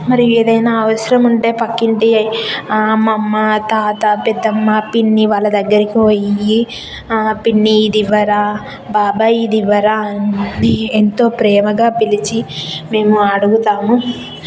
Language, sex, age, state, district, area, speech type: Telugu, female, 18-30, Telangana, Jayashankar, rural, spontaneous